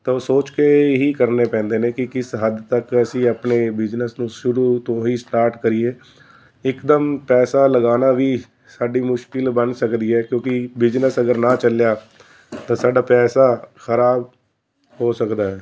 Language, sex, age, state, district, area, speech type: Punjabi, male, 45-60, Punjab, Fazilka, rural, spontaneous